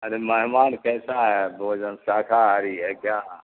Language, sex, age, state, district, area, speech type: Urdu, male, 60+, Bihar, Supaul, rural, conversation